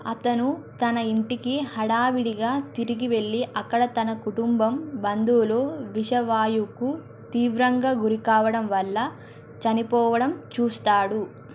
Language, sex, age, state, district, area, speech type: Telugu, female, 30-45, Telangana, Ranga Reddy, urban, read